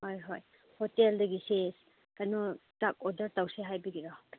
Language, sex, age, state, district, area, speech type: Manipuri, female, 45-60, Manipur, Chandel, rural, conversation